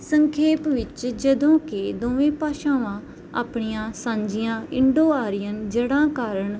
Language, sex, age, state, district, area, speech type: Punjabi, female, 18-30, Punjab, Barnala, urban, spontaneous